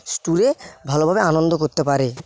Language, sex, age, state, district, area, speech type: Bengali, male, 18-30, West Bengal, Paschim Medinipur, rural, spontaneous